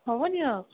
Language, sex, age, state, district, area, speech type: Assamese, female, 45-60, Assam, Nalbari, rural, conversation